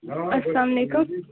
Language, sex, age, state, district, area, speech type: Kashmiri, female, 30-45, Jammu and Kashmir, Bandipora, rural, conversation